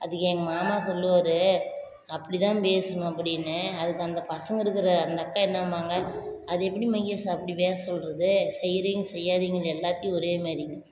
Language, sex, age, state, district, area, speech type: Tamil, female, 30-45, Tamil Nadu, Salem, rural, spontaneous